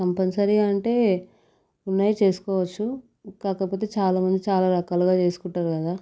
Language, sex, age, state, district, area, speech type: Telugu, female, 18-30, Telangana, Vikarabad, urban, spontaneous